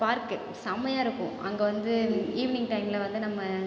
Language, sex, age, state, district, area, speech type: Tamil, female, 30-45, Tamil Nadu, Cuddalore, rural, spontaneous